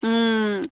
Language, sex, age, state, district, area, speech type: Bodo, female, 18-30, Assam, Udalguri, urban, conversation